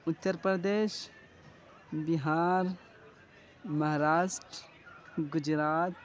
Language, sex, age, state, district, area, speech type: Urdu, male, 18-30, Uttar Pradesh, Gautam Buddha Nagar, rural, spontaneous